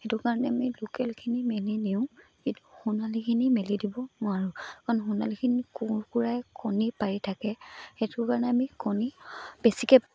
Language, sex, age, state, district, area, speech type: Assamese, female, 18-30, Assam, Charaideo, rural, spontaneous